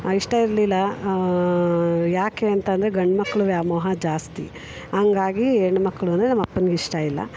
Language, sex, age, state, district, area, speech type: Kannada, female, 45-60, Karnataka, Mysore, urban, spontaneous